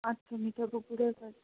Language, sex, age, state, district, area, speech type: Bengali, female, 60+, West Bengal, Purba Bardhaman, urban, conversation